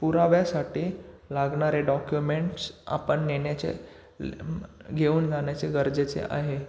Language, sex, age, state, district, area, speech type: Marathi, male, 18-30, Maharashtra, Ratnagiri, rural, spontaneous